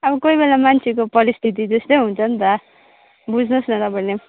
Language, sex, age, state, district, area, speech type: Nepali, female, 18-30, West Bengal, Darjeeling, rural, conversation